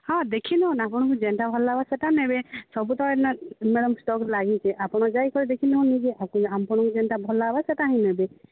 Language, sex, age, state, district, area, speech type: Odia, female, 45-60, Odisha, Boudh, rural, conversation